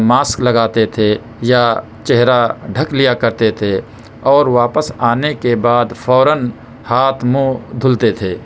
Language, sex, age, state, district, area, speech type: Urdu, male, 30-45, Uttar Pradesh, Balrampur, rural, spontaneous